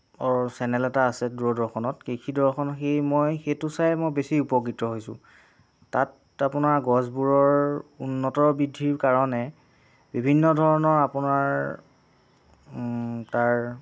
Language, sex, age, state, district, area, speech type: Assamese, female, 18-30, Assam, Nagaon, rural, spontaneous